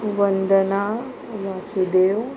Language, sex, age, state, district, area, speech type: Goan Konkani, female, 30-45, Goa, Murmgao, urban, spontaneous